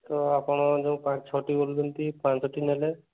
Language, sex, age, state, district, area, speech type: Odia, male, 30-45, Odisha, Subarnapur, urban, conversation